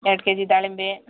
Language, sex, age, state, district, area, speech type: Kannada, female, 30-45, Karnataka, Mandya, rural, conversation